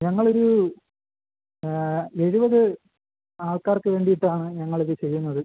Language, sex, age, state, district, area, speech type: Malayalam, male, 18-30, Kerala, Thiruvananthapuram, rural, conversation